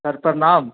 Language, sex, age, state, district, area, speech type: Maithili, male, 18-30, Bihar, Darbhanga, rural, conversation